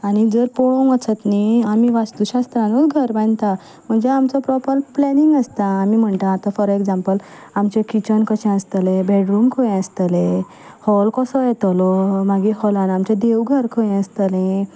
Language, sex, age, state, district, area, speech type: Goan Konkani, female, 30-45, Goa, Ponda, rural, spontaneous